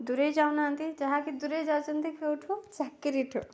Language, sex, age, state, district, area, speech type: Odia, female, 18-30, Odisha, Koraput, urban, spontaneous